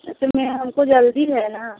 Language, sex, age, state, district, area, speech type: Hindi, female, 30-45, Uttar Pradesh, Mirzapur, rural, conversation